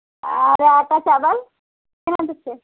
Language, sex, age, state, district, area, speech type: Maithili, female, 45-60, Bihar, Muzaffarpur, rural, conversation